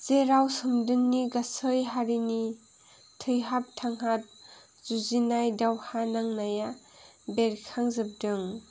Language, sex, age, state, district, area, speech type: Bodo, female, 18-30, Assam, Chirang, rural, spontaneous